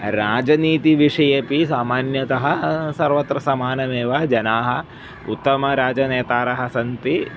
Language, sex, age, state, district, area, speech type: Sanskrit, male, 30-45, Kerala, Kozhikode, urban, spontaneous